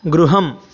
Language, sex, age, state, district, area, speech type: Sanskrit, male, 45-60, Karnataka, Davanagere, rural, read